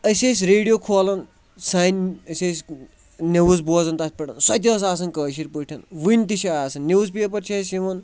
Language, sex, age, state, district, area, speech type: Kashmiri, male, 30-45, Jammu and Kashmir, Kulgam, rural, spontaneous